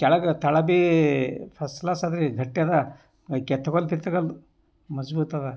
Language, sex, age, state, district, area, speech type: Kannada, male, 60+, Karnataka, Bidar, urban, spontaneous